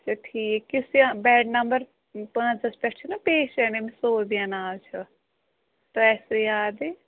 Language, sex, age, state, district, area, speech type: Kashmiri, female, 30-45, Jammu and Kashmir, Kulgam, rural, conversation